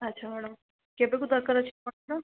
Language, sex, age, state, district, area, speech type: Odia, female, 18-30, Odisha, Kandhamal, rural, conversation